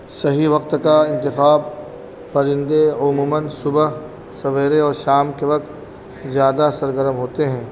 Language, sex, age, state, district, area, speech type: Urdu, male, 30-45, Delhi, North East Delhi, urban, spontaneous